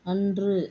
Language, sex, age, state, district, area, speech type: Tamil, female, 45-60, Tamil Nadu, Viluppuram, rural, read